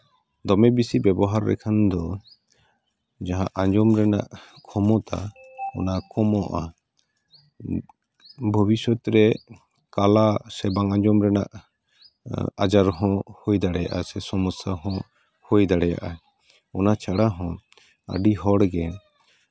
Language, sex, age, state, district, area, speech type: Santali, male, 30-45, West Bengal, Paschim Bardhaman, urban, spontaneous